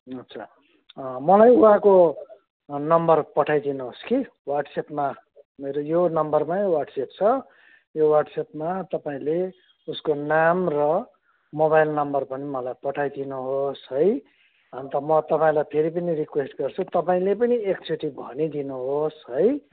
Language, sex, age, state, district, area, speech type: Nepali, male, 60+, West Bengal, Kalimpong, rural, conversation